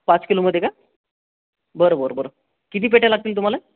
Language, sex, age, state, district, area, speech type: Marathi, male, 30-45, Maharashtra, Akola, urban, conversation